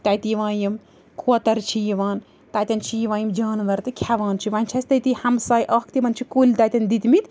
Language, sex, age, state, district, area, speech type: Kashmiri, female, 30-45, Jammu and Kashmir, Srinagar, urban, spontaneous